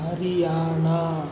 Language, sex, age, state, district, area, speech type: Kannada, male, 45-60, Karnataka, Kolar, rural, spontaneous